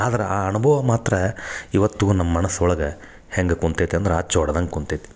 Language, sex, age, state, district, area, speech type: Kannada, male, 30-45, Karnataka, Dharwad, rural, spontaneous